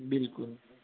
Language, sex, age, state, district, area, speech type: Gujarati, male, 30-45, Gujarat, Rajkot, rural, conversation